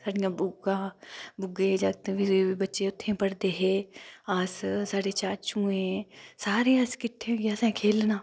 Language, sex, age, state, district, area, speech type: Dogri, female, 30-45, Jammu and Kashmir, Udhampur, rural, spontaneous